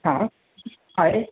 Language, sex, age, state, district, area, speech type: Sindhi, male, 18-30, Uttar Pradesh, Lucknow, urban, conversation